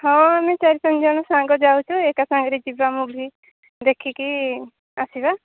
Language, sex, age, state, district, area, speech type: Odia, female, 45-60, Odisha, Angul, rural, conversation